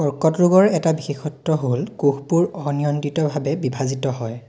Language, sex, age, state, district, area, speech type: Assamese, male, 18-30, Assam, Dhemaji, rural, read